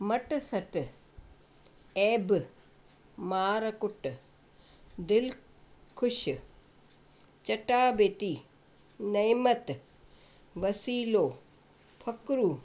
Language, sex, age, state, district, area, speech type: Sindhi, female, 60+, Rajasthan, Ajmer, urban, spontaneous